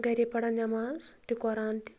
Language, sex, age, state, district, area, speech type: Kashmiri, female, 18-30, Jammu and Kashmir, Anantnag, rural, spontaneous